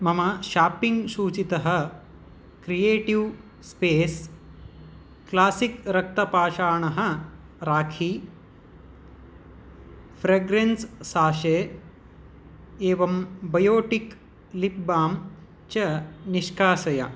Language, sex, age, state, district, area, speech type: Sanskrit, male, 18-30, Karnataka, Vijayanagara, urban, read